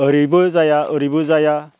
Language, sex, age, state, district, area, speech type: Bodo, male, 45-60, Assam, Baksa, rural, spontaneous